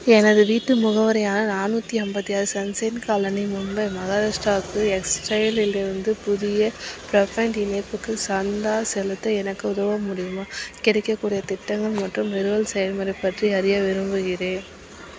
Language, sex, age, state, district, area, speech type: Tamil, female, 18-30, Tamil Nadu, Vellore, urban, read